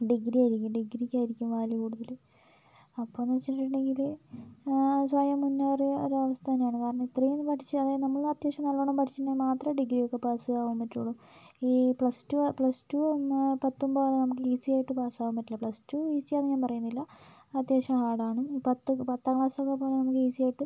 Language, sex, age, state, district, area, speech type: Malayalam, female, 30-45, Kerala, Wayanad, rural, spontaneous